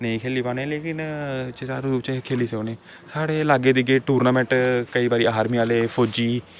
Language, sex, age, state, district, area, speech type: Dogri, male, 18-30, Jammu and Kashmir, Samba, urban, spontaneous